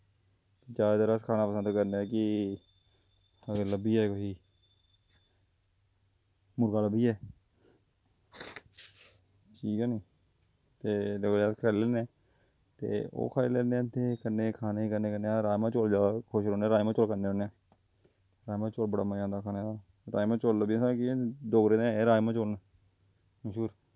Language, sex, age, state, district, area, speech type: Dogri, male, 30-45, Jammu and Kashmir, Jammu, rural, spontaneous